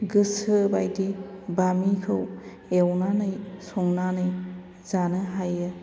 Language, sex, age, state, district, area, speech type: Bodo, female, 45-60, Assam, Chirang, rural, spontaneous